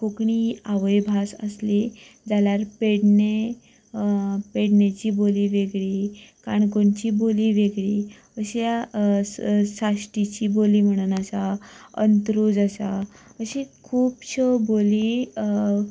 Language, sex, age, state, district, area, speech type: Goan Konkani, female, 18-30, Goa, Canacona, rural, spontaneous